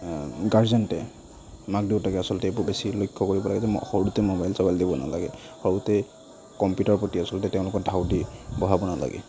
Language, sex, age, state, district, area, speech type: Assamese, male, 60+, Assam, Nagaon, rural, spontaneous